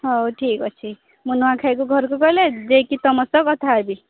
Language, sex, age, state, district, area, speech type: Odia, female, 30-45, Odisha, Sambalpur, rural, conversation